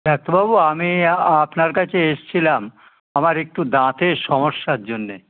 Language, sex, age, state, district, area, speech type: Bengali, male, 60+, West Bengal, Dakshin Dinajpur, rural, conversation